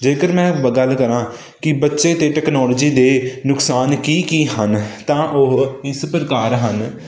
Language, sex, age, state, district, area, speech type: Punjabi, male, 18-30, Punjab, Hoshiarpur, urban, spontaneous